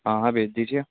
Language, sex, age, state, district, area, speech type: Urdu, male, 18-30, Delhi, East Delhi, urban, conversation